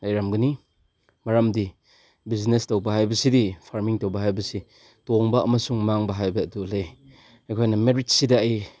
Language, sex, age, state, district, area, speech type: Manipuri, male, 30-45, Manipur, Chandel, rural, spontaneous